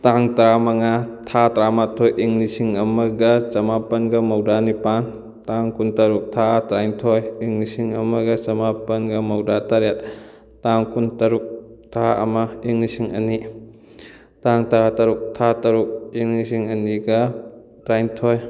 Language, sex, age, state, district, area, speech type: Manipuri, male, 18-30, Manipur, Kakching, rural, spontaneous